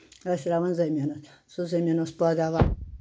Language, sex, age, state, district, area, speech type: Kashmiri, female, 60+, Jammu and Kashmir, Anantnag, rural, spontaneous